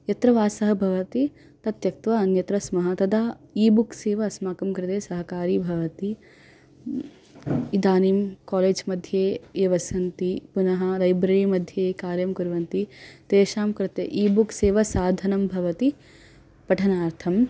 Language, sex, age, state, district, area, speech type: Sanskrit, female, 18-30, Karnataka, Davanagere, urban, spontaneous